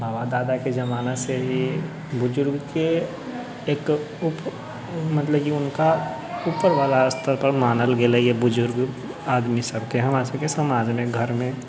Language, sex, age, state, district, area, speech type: Maithili, male, 18-30, Bihar, Sitamarhi, rural, spontaneous